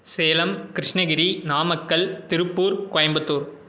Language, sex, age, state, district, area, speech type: Tamil, male, 18-30, Tamil Nadu, Salem, urban, spontaneous